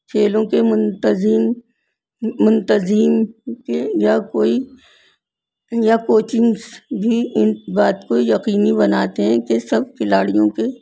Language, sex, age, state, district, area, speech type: Urdu, female, 60+, Delhi, North East Delhi, urban, spontaneous